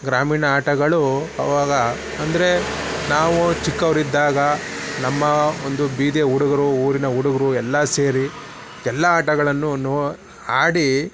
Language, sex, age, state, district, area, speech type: Kannada, male, 30-45, Karnataka, Mysore, rural, spontaneous